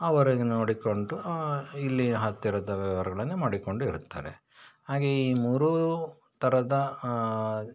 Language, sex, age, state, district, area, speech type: Kannada, male, 30-45, Karnataka, Shimoga, rural, spontaneous